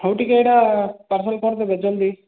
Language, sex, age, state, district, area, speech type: Odia, male, 30-45, Odisha, Kalahandi, rural, conversation